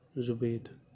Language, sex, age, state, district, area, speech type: Urdu, male, 18-30, Delhi, Central Delhi, urban, spontaneous